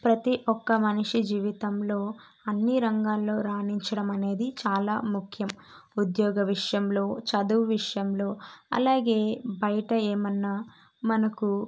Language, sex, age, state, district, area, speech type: Telugu, female, 18-30, Andhra Pradesh, Kadapa, urban, spontaneous